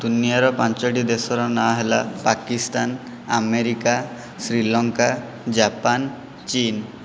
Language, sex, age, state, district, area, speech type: Odia, male, 18-30, Odisha, Jajpur, rural, spontaneous